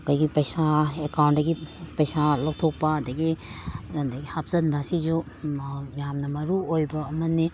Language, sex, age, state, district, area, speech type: Manipuri, female, 30-45, Manipur, Imphal East, urban, spontaneous